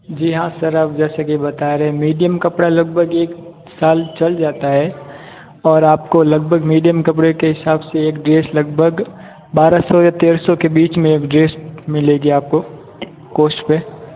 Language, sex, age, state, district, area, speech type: Hindi, male, 45-60, Rajasthan, Jodhpur, urban, conversation